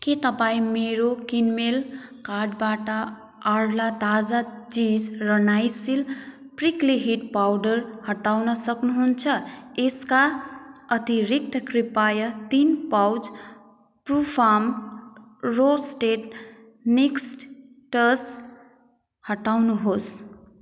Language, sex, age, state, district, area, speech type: Nepali, female, 30-45, West Bengal, Jalpaiguri, rural, read